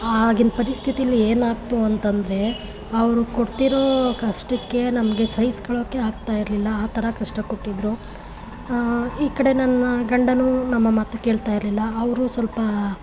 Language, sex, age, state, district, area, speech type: Kannada, female, 30-45, Karnataka, Chamarajanagar, rural, spontaneous